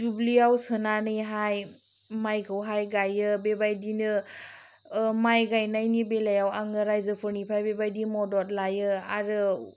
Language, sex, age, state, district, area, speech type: Bodo, female, 30-45, Assam, Chirang, rural, spontaneous